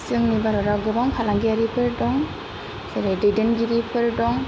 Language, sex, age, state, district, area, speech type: Bodo, female, 30-45, Assam, Kokrajhar, rural, spontaneous